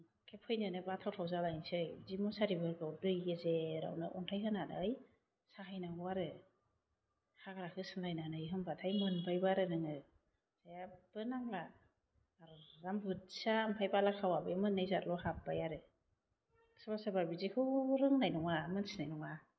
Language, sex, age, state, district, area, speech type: Bodo, female, 30-45, Assam, Chirang, urban, spontaneous